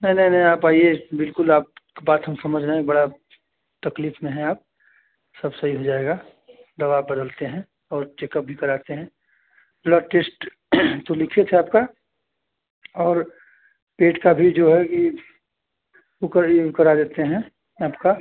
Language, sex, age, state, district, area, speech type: Hindi, male, 30-45, Uttar Pradesh, Chandauli, rural, conversation